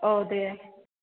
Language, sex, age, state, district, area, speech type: Bodo, female, 45-60, Assam, Chirang, rural, conversation